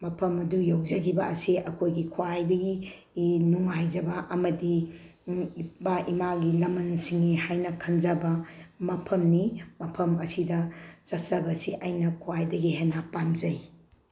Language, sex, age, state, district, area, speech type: Manipuri, female, 45-60, Manipur, Bishnupur, rural, spontaneous